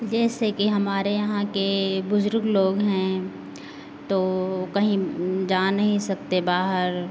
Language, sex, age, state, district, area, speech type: Hindi, female, 30-45, Uttar Pradesh, Lucknow, rural, spontaneous